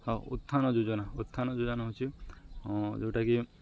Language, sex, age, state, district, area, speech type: Odia, male, 30-45, Odisha, Nuapada, urban, spontaneous